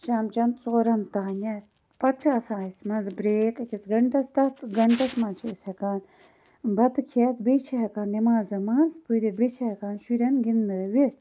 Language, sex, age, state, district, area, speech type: Kashmiri, female, 30-45, Jammu and Kashmir, Baramulla, rural, spontaneous